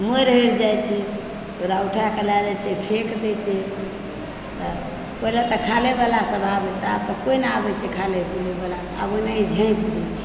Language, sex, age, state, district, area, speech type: Maithili, female, 45-60, Bihar, Supaul, rural, spontaneous